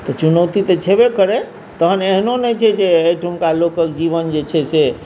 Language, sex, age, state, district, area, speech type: Maithili, male, 45-60, Bihar, Saharsa, urban, spontaneous